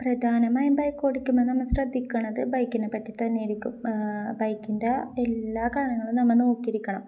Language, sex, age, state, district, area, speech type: Malayalam, female, 18-30, Kerala, Kozhikode, rural, spontaneous